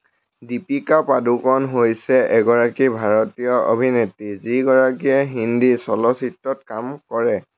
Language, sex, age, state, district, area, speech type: Assamese, male, 18-30, Assam, Lakhimpur, rural, read